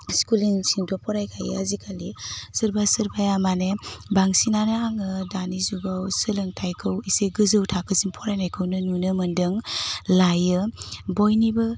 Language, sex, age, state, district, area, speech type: Bodo, female, 18-30, Assam, Udalguri, rural, spontaneous